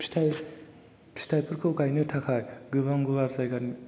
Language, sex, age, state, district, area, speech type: Bodo, male, 18-30, Assam, Chirang, rural, spontaneous